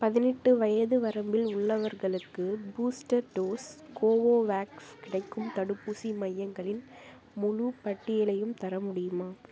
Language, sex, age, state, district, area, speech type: Tamil, female, 18-30, Tamil Nadu, Kallakurichi, urban, read